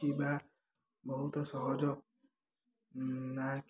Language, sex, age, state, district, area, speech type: Odia, male, 18-30, Odisha, Ganjam, urban, spontaneous